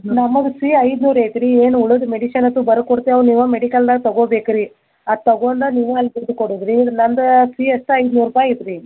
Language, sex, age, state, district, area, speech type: Kannada, female, 60+, Karnataka, Belgaum, rural, conversation